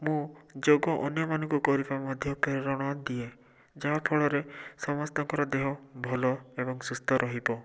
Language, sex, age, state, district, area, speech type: Odia, male, 18-30, Odisha, Bhadrak, rural, spontaneous